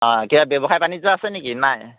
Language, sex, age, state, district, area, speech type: Assamese, male, 30-45, Assam, Majuli, urban, conversation